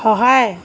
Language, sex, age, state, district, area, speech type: Assamese, female, 30-45, Assam, Nagaon, rural, read